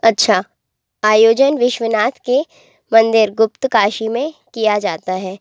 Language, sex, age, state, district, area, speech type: Hindi, female, 18-30, Madhya Pradesh, Jabalpur, urban, spontaneous